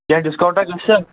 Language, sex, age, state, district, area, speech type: Kashmiri, male, 45-60, Jammu and Kashmir, Kulgam, rural, conversation